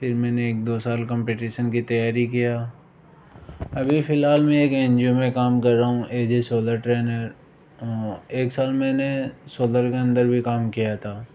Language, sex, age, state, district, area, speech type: Hindi, male, 18-30, Rajasthan, Jaipur, urban, spontaneous